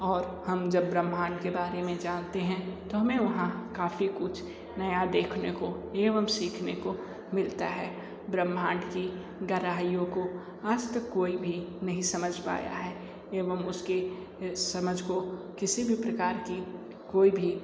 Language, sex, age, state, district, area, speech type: Hindi, male, 60+, Uttar Pradesh, Sonbhadra, rural, spontaneous